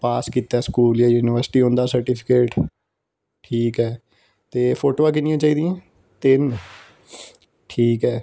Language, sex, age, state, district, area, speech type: Punjabi, male, 18-30, Punjab, Fazilka, rural, spontaneous